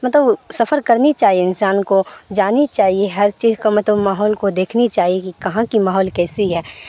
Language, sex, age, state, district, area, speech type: Urdu, female, 18-30, Bihar, Supaul, rural, spontaneous